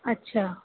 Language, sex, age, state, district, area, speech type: Sindhi, female, 45-60, Maharashtra, Thane, urban, conversation